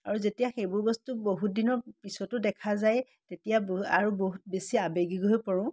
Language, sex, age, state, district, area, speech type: Assamese, female, 30-45, Assam, Biswanath, rural, spontaneous